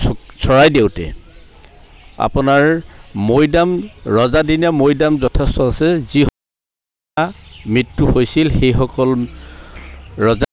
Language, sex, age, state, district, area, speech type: Assamese, male, 45-60, Assam, Charaideo, rural, spontaneous